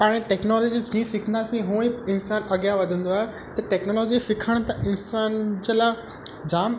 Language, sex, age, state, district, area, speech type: Sindhi, male, 18-30, Gujarat, Kutch, urban, spontaneous